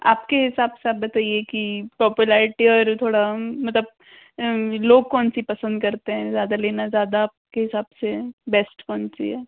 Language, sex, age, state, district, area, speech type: Hindi, female, 60+, Madhya Pradesh, Bhopal, urban, conversation